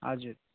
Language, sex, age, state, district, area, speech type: Nepali, male, 30-45, West Bengal, Kalimpong, rural, conversation